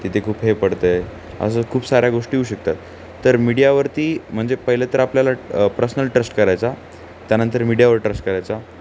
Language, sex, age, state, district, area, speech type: Marathi, male, 18-30, Maharashtra, Nanded, urban, spontaneous